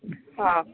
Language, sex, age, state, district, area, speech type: Goan Konkani, female, 30-45, Goa, Tiswadi, rural, conversation